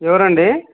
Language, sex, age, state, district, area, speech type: Telugu, male, 30-45, Andhra Pradesh, Nandyal, rural, conversation